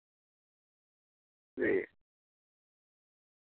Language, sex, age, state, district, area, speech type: Urdu, male, 45-60, Bihar, Araria, rural, conversation